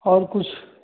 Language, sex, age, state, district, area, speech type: Hindi, male, 30-45, Uttar Pradesh, Chandauli, rural, conversation